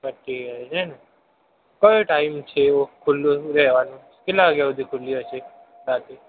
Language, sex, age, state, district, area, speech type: Gujarati, male, 60+, Gujarat, Aravalli, urban, conversation